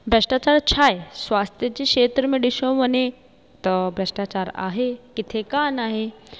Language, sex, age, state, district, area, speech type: Sindhi, female, 18-30, Rajasthan, Ajmer, urban, spontaneous